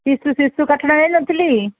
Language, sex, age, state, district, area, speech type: Odia, female, 45-60, Odisha, Sundergarh, rural, conversation